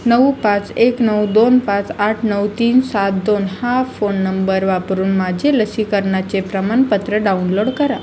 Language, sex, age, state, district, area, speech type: Marathi, female, 18-30, Maharashtra, Aurangabad, rural, read